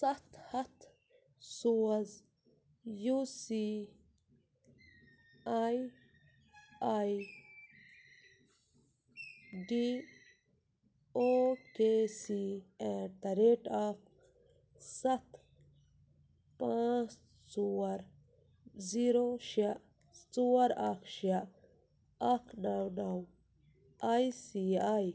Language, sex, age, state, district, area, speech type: Kashmiri, female, 18-30, Jammu and Kashmir, Ganderbal, rural, read